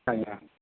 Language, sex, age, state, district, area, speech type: Urdu, male, 60+, Delhi, Central Delhi, rural, conversation